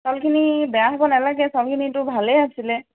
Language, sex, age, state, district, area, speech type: Assamese, female, 45-60, Assam, Charaideo, urban, conversation